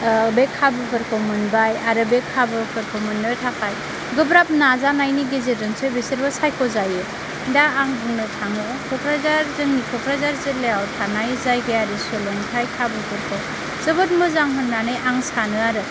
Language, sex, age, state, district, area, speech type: Bodo, female, 30-45, Assam, Kokrajhar, rural, spontaneous